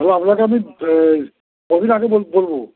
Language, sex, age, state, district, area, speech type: Bengali, male, 60+, West Bengal, Dakshin Dinajpur, rural, conversation